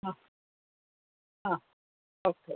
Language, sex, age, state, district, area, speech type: Malayalam, female, 30-45, Kerala, Kasaragod, rural, conversation